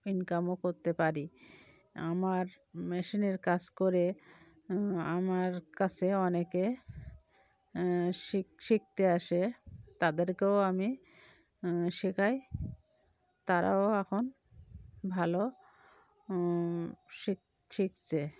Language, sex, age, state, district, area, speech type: Bengali, female, 45-60, West Bengal, Cooch Behar, urban, spontaneous